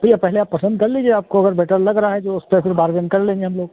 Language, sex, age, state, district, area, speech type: Hindi, male, 45-60, Uttar Pradesh, Sitapur, rural, conversation